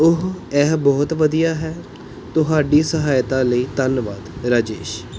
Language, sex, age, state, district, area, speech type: Punjabi, male, 18-30, Punjab, Pathankot, urban, read